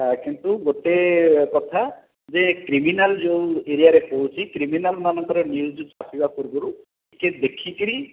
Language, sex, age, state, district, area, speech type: Odia, male, 60+, Odisha, Khordha, rural, conversation